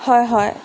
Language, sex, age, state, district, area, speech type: Assamese, female, 18-30, Assam, Golaghat, urban, spontaneous